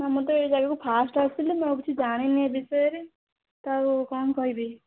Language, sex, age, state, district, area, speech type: Odia, female, 18-30, Odisha, Kendrapara, urban, conversation